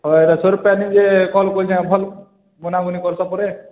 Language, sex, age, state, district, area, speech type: Odia, male, 18-30, Odisha, Balangir, urban, conversation